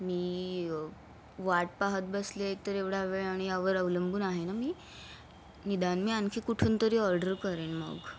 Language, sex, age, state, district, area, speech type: Marathi, female, 18-30, Maharashtra, Mumbai Suburban, urban, spontaneous